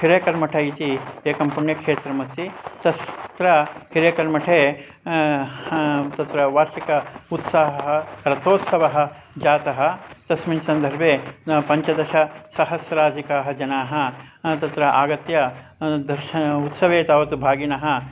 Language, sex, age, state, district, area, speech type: Sanskrit, male, 60+, Karnataka, Mandya, rural, spontaneous